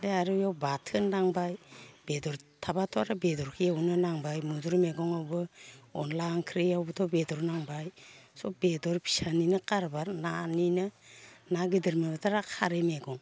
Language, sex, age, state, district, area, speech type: Bodo, female, 45-60, Assam, Baksa, rural, spontaneous